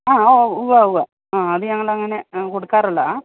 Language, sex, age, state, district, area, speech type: Malayalam, female, 45-60, Kerala, Idukki, rural, conversation